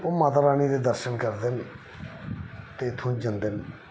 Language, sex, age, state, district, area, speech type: Dogri, male, 30-45, Jammu and Kashmir, Reasi, rural, spontaneous